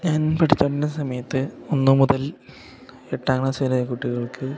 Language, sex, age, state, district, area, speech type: Malayalam, male, 18-30, Kerala, Idukki, rural, spontaneous